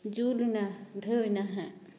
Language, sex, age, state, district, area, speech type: Santali, female, 30-45, Jharkhand, Seraikela Kharsawan, rural, spontaneous